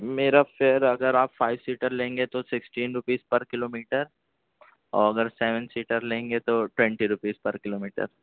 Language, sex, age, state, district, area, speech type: Urdu, male, 18-30, Uttar Pradesh, Balrampur, rural, conversation